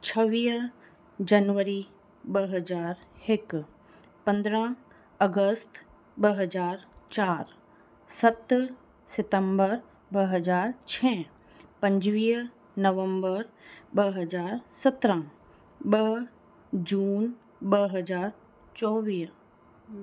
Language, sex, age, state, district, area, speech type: Sindhi, female, 30-45, Rajasthan, Ajmer, urban, spontaneous